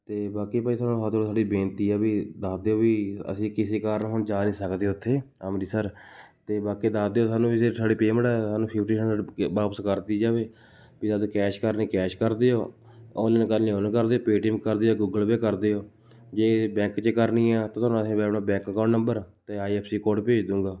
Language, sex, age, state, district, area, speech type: Punjabi, male, 18-30, Punjab, Shaheed Bhagat Singh Nagar, urban, spontaneous